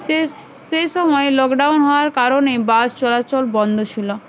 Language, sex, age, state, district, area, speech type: Bengali, female, 18-30, West Bengal, Uttar Dinajpur, urban, spontaneous